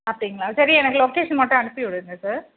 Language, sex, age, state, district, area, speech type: Tamil, female, 30-45, Tamil Nadu, Krishnagiri, rural, conversation